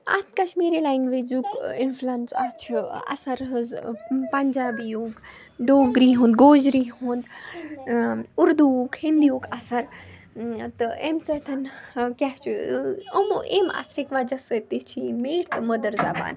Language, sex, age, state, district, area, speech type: Kashmiri, female, 18-30, Jammu and Kashmir, Bandipora, rural, spontaneous